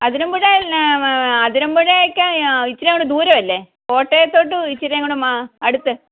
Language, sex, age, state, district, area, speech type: Malayalam, female, 45-60, Kerala, Kottayam, urban, conversation